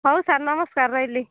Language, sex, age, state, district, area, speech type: Odia, female, 18-30, Odisha, Nabarangpur, urban, conversation